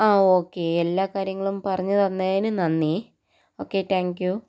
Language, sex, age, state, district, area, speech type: Malayalam, female, 18-30, Kerala, Palakkad, rural, spontaneous